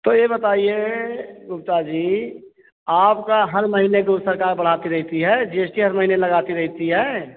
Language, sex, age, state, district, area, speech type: Hindi, male, 45-60, Uttar Pradesh, Ayodhya, rural, conversation